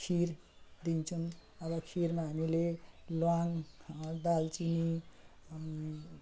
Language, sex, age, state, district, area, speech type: Nepali, female, 60+, West Bengal, Jalpaiguri, rural, spontaneous